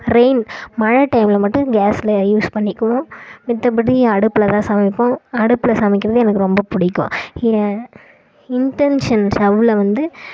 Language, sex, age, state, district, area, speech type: Tamil, female, 18-30, Tamil Nadu, Kallakurichi, rural, spontaneous